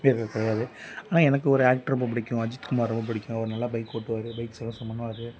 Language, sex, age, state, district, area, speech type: Tamil, male, 18-30, Tamil Nadu, Tiruppur, rural, spontaneous